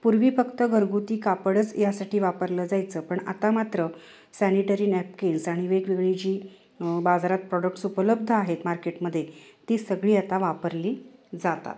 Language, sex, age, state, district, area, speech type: Marathi, female, 30-45, Maharashtra, Sangli, urban, spontaneous